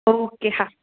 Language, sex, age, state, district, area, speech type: Gujarati, female, 18-30, Gujarat, Surat, rural, conversation